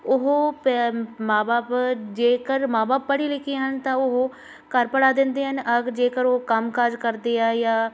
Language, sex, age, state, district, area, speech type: Punjabi, female, 30-45, Punjab, Shaheed Bhagat Singh Nagar, urban, spontaneous